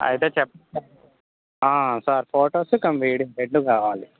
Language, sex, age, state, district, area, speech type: Telugu, male, 18-30, Telangana, Khammam, urban, conversation